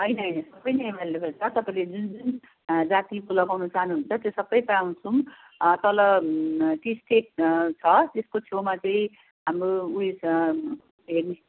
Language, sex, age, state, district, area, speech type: Nepali, female, 45-60, West Bengal, Darjeeling, rural, conversation